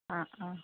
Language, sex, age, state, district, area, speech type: Malayalam, female, 18-30, Kerala, Kozhikode, urban, conversation